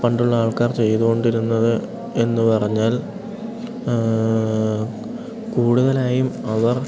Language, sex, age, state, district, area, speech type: Malayalam, male, 18-30, Kerala, Idukki, rural, spontaneous